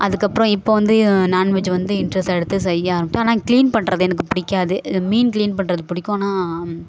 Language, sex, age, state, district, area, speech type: Tamil, female, 18-30, Tamil Nadu, Thanjavur, rural, spontaneous